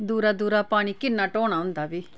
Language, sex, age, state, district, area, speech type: Dogri, female, 45-60, Jammu and Kashmir, Udhampur, rural, spontaneous